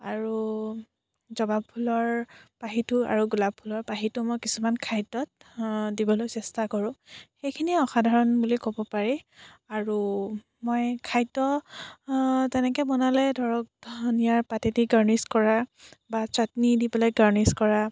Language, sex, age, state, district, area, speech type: Assamese, female, 18-30, Assam, Biswanath, rural, spontaneous